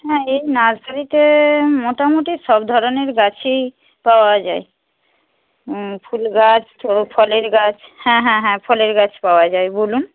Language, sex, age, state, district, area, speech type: Bengali, female, 60+, West Bengal, Jhargram, rural, conversation